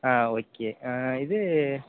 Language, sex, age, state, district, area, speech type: Tamil, male, 18-30, Tamil Nadu, Pudukkottai, rural, conversation